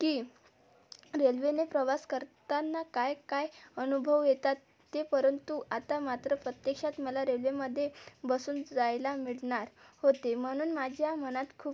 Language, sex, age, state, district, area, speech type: Marathi, female, 18-30, Maharashtra, Amravati, urban, spontaneous